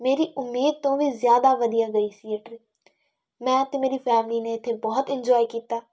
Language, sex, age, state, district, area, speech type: Punjabi, female, 18-30, Punjab, Tarn Taran, rural, spontaneous